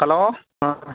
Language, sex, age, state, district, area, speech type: Malayalam, male, 45-60, Kerala, Alappuzha, rural, conversation